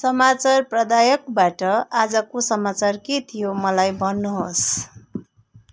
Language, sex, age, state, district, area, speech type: Nepali, female, 30-45, West Bengal, Darjeeling, rural, read